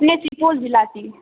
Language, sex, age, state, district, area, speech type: Urdu, female, 18-30, Bihar, Supaul, rural, conversation